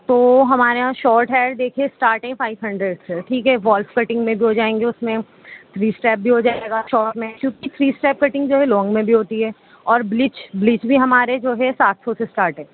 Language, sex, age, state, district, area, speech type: Urdu, female, 18-30, Delhi, East Delhi, urban, conversation